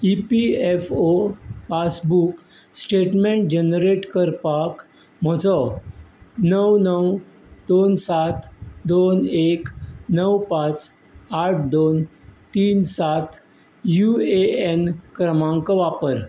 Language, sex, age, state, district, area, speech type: Goan Konkani, male, 60+, Goa, Bardez, rural, read